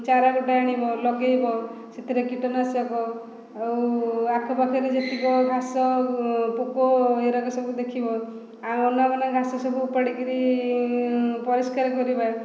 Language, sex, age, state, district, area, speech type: Odia, female, 45-60, Odisha, Khordha, rural, spontaneous